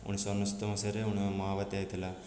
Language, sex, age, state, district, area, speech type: Odia, male, 18-30, Odisha, Khordha, rural, spontaneous